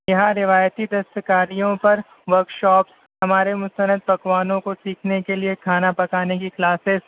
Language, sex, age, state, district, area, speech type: Urdu, male, 18-30, Maharashtra, Nashik, urban, conversation